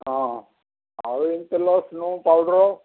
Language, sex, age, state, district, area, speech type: Odia, male, 60+, Odisha, Jharsuguda, rural, conversation